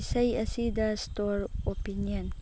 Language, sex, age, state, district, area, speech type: Manipuri, female, 45-60, Manipur, Chandel, rural, read